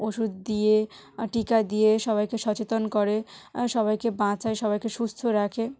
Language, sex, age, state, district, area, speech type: Bengali, female, 18-30, West Bengal, South 24 Parganas, rural, spontaneous